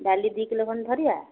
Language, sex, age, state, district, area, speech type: Odia, female, 45-60, Odisha, Gajapati, rural, conversation